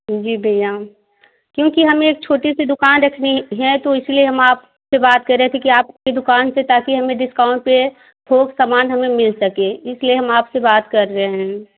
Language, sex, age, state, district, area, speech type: Hindi, female, 30-45, Uttar Pradesh, Prayagraj, rural, conversation